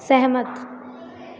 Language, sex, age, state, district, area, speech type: Hindi, female, 18-30, Uttar Pradesh, Azamgarh, rural, read